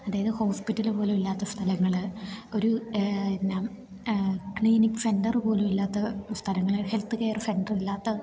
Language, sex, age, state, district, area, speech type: Malayalam, female, 18-30, Kerala, Idukki, rural, spontaneous